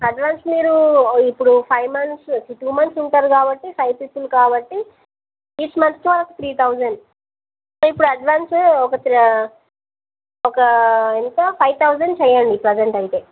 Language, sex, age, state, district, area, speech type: Telugu, female, 18-30, Telangana, Wanaparthy, urban, conversation